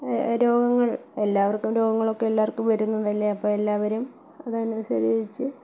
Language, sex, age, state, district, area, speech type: Malayalam, female, 30-45, Kerala, Kollam, rural, spontaneous